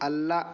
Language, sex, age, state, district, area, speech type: Kannada, male, 18-30, Karnataka, Bidar, urban, read